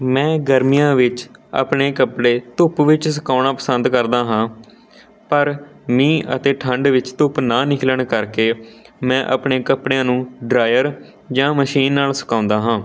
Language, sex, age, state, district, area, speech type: Punjabi, male, 18-30, Punjab, Patiala, rural, spontaneous